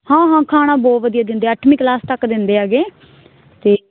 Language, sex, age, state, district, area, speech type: Punjabi, female, 18-30, Punjab, Muktsar, urban, conversation